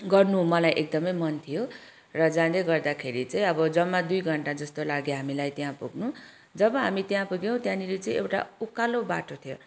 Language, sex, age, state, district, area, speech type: Nepali, female, 30-45, West Bengal, Kalimpong, rural, spontaneous